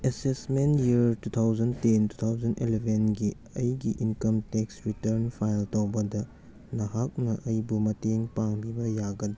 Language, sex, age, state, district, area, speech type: Manipuri, male, 18-30, Manipur, Churachandpur, rural, read